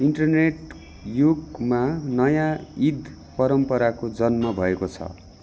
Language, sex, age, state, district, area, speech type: Nepali, male, 45-60, West Bengal, Darjeeling, rural, read